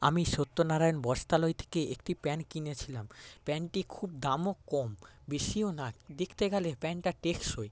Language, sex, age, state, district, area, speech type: Bengali, male, 60+, West Bengal, Paschim Medinipur, rural, spontaneous